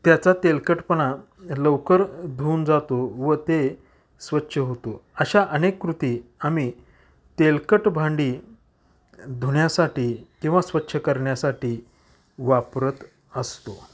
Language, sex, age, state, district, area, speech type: Marathi, male, 45-60, Maharashtra, Satara, urban, spontaneous